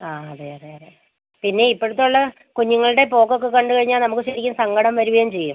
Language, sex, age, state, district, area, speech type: Malayalam, female, 45-60, Kerala, Idukki, rural, conversation